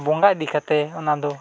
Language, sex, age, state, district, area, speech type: Santali, male, 45-60, Odisha, Mayurbhanj, rural, spontaneous